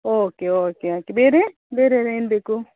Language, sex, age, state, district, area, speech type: Kannada, female, 30-45, Karnataka, Dakshina Kannada, rural, conversation